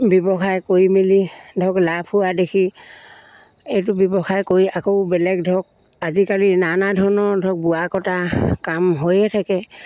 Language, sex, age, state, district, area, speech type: Assamese, female, 60+, Assam, Dibrugarh, rural, spontaneous